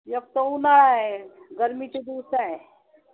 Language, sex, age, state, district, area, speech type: Marathi, female, 60+, Maharashtra, Wardha, rural, conversation